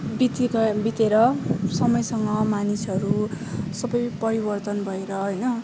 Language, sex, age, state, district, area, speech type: Nepali, female, 18-30, West Bengal, Darjeeling, rural, spontaneous